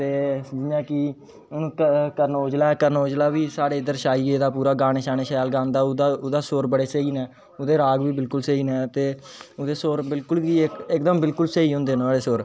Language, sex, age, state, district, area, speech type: Dogri, male, 18-30, Jammu and Kashmir, Kathua, rural, spontaneous